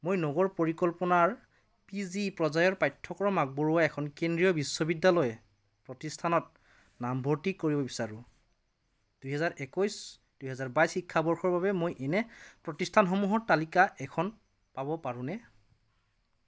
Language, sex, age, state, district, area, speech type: Assamese, male, 30-45, Assam, Dhemaji, rural, read